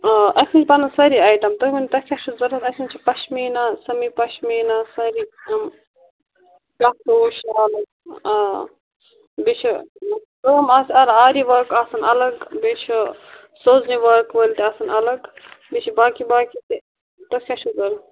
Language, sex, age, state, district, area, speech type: Kashmiri, female, 30-45, Jammu and Kashmir, Bandipora, rural, conversation